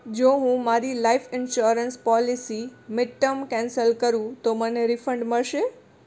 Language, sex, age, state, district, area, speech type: Gujarati, female, 18-30, Gujarat, Morbi, urban, read